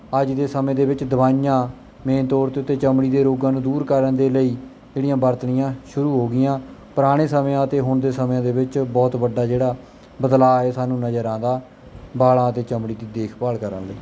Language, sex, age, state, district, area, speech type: Punjabi, male, 18-30, Punjab, Kapurthala, rural, spontaneous